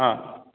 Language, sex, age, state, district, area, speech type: Marathi, male, 60+, Maharashtra, Ahmednagar, urban, conversation